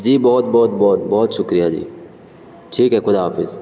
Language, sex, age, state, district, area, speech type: Urdu, male, 18-30, Bihar, Gaya, urban, spontaneous